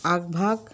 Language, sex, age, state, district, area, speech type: Assamese, female, 60+, Assam, Dhemaji, rural, spontaneous